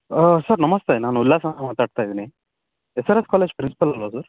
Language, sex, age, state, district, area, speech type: Kannada, male, 30-45, Karnataka, Chitradurga, rural, conversation